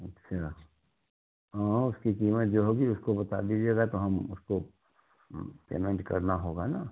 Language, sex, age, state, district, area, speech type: Hindi, male, 60+, Uttar Pradesh, Chandauli, rural, conversation